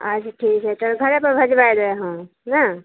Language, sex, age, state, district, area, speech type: Maithili, female, 30-45, Bihar, Begusarai, rural, conversation